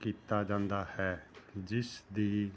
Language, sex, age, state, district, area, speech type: Punjabi, male, 45-60, Punjab, Fazilka, rural, spontaneous